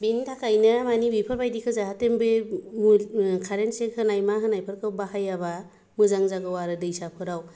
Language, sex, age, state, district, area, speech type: Bodo, female, 30-45, Assam, Kokrajhar, rural, spontaneous